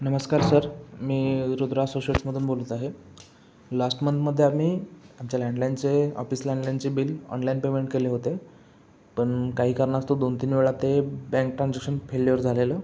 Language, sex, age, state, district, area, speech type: Marathi, male, 18-30, Maharashtra, Sangli, urban, spontaneous